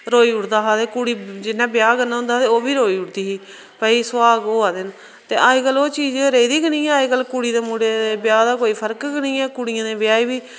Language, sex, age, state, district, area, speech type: Dogri, female, 30-45, Jammu and Kashmir, Reasi, rural, spontaneous